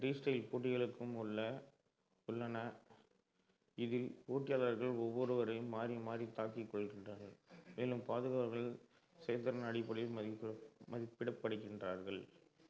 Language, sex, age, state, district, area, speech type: Tamil, male, 30-45, Tamil Nadu, Kallakurichi, urban, read